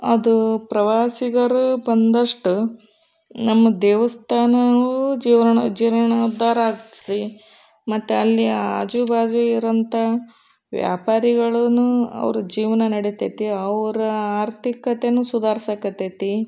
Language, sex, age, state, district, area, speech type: Kannada, female, 30-45, Karnataka, Koppal, urban, spontaneous